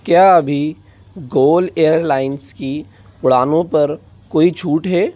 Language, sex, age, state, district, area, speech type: Hindi, male, 18-30, Madhya Pradesh, Bhopal, urban, read